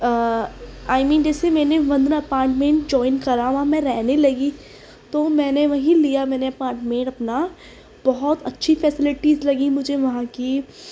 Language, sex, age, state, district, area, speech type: Urdu, female, 18-30, Uttar Pradesh, Ghaziabad, urban, spontaneous